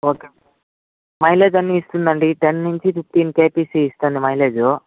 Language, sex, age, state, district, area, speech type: Telugu, male, 30-45, Andhra Pradesh, Chittoor, urban, conversation